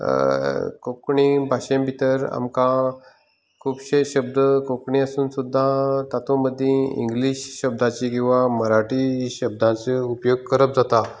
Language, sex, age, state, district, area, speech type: Goan Konkani, male, 45-60, Goa, Canacona, rural, spontaneous